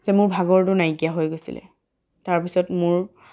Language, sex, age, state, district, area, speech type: Assamese, female, 30-45, Assam, Dhemaji, rural, spontaneous